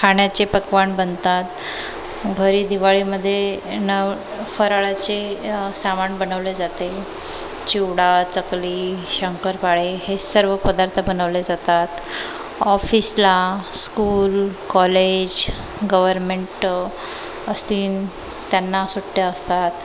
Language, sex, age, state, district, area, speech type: Marathi, female, 30-45, Maharashtra, Nagpur, urban, spontaneous